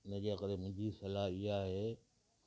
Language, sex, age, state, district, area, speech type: Sindhi, male, 60+, Gujarat, Kutch, rural, spontaneous